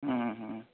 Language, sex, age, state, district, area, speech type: Odia, male, 45-60, Odisha, Sundergarh, rural, conversation